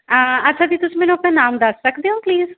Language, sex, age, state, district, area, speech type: Punjabi, female, 30-45, Punjab, Fatehgarh Sahib, urban, conversation